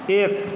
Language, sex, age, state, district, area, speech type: Maithili, male, 18-30, Bihar, Saharsa, rural, read